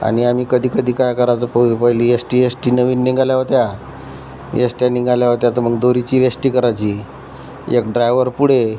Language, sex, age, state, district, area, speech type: Marathi, male, 30-45, Maharashtra, Washim, rural, spontaneous